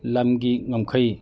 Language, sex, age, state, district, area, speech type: Manipuri, male, 45-60, Manipur, Churachandpur, urban, read